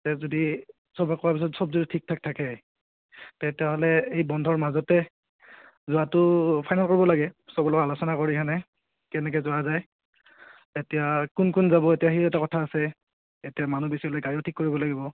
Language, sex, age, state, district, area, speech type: Assamese, male, 30-45, Assam, Goalpara, urban, conversation